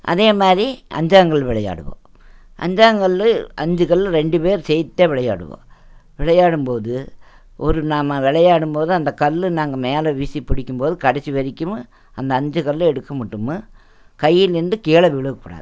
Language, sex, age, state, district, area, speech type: Tamil, female, 60+, Tamil Nadu, Coimbatore, urban, spontaneous